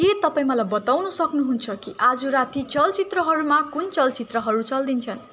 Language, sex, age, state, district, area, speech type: Nepali, female, 18-30, West Bengal, Darjeeling, rural, read